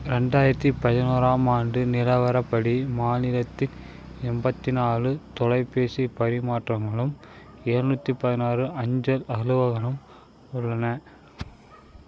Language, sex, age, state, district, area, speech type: Tamil, male, 18-30, Tamil Nadu, Dharmapuri, urban, read